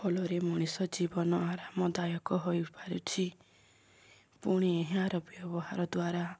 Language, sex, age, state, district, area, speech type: Odia, female, 18-30, Odisha, Subarnapur, urban, spontaneous